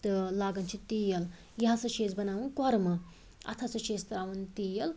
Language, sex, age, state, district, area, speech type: Kashmiri, female, 30-45, Jammu and Kashmir, Anantnag, rural, spontaneous